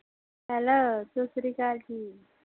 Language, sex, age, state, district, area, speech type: Punjabi, female, 45-60, Punjab, Mohali, rural, conversation